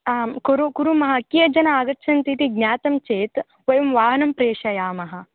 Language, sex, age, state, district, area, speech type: Sanskrit, female, 18-30, Karnataka, Gadag, urban, conversation